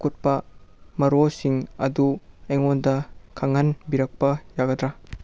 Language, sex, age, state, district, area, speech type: Manipuri, male, 18-30, Manipur, Kangpokpi, urban, read